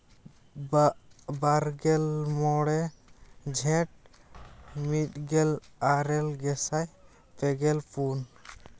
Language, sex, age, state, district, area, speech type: Santali, male, 18-30, West Bengal, Jhargram, rural, spontaneous